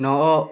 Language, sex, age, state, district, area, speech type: Odia, male, 18-30, Odisha, Rayagada, urban, read